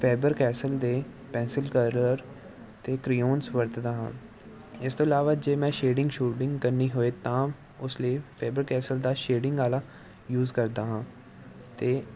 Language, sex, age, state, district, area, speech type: Punjabi, male, 18-30, Punjab, Gurdaspur, urban, spontaneous